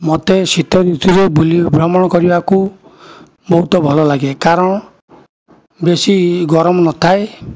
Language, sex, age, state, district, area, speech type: Odia, male, 60+, Odisha, Jajpur, rural, spontaneous